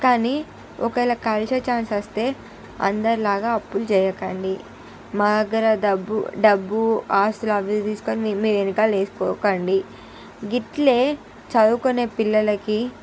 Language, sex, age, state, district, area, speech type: Telugu, female, 45-60, Andhra Pradesh, Visakhapatnam, urban, spontaneous